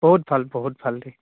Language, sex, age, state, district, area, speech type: Assamese, male, 18-30, Assam, Charaideo, rural, conversation